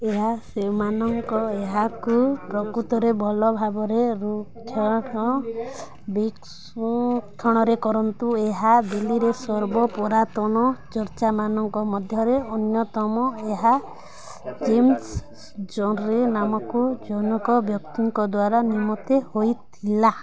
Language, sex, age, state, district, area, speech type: Odia, female, 18-30, Odisha, Nuapada, urban, read